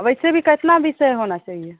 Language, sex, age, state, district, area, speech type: Hindi, female, 30-45, Bihar, Samastipur, rural, conversation